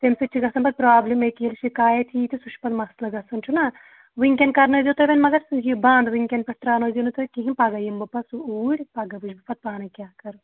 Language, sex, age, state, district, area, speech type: Kashmiri, female, 30-45, Jammu and Kashmir, Shopian, rural, conversation